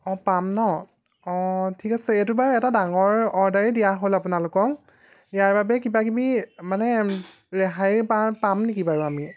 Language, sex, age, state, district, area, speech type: Assamese, male, 18-30, Assam, Jorhat, urban, spontaneous